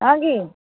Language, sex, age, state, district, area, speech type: Odia, female, 45-60, Odisha, Angul, rural, conversation